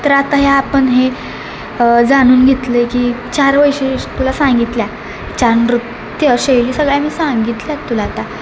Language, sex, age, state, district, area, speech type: Marathi, female, 18-30, Maharashtra, Satara, urban, spontaneous